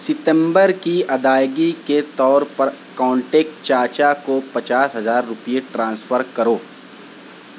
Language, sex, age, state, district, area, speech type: Urdu, male, 30-45, Maharashtra, Nashik, urban, read